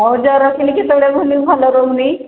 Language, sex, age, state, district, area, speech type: Odia, female, 45-60, Odisha, Angul, rural, conversation